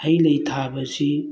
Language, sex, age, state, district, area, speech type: Manipuri, male, 45-60, Manipur, Bishnupur, rural, spontaneous